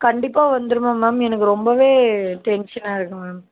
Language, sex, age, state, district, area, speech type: Tamil, female, 18-30, Tamil Nadu, Dharmapuri, rural, conversation